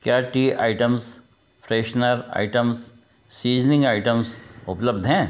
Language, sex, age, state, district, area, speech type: Hindi, male, 60+, Madhya Pradesh, Betul, urban, read